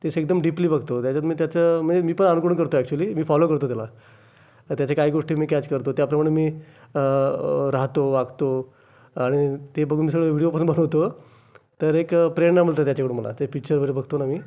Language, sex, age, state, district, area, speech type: Marathi, male, 30-45, Maharashtra, Raigad, rural, spontaneous